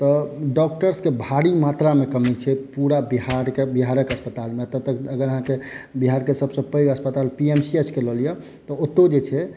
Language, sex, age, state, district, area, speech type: Maithili, male, 18-30, Bihar, Madhubani, rural, spontaneous